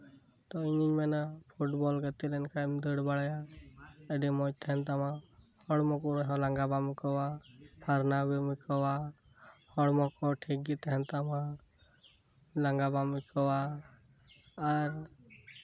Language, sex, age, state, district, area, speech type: Santali, male, 18-30, West Bengal, Birbhum, rural, spontaneous